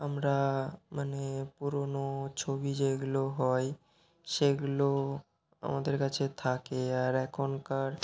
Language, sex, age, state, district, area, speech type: Bengali, male, 18-30, West Bengal, Hooghly, urban, spontaneous